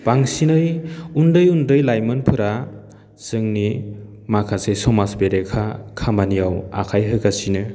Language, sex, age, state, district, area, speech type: Bodo, male, 30-45, Assam, Baksa, urban, spontaneous